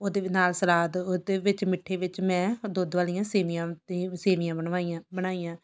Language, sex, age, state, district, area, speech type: Punjabi, female, 30-45, Punjab, Shaheed Bhagat Singh Nagar, rural, spontaneous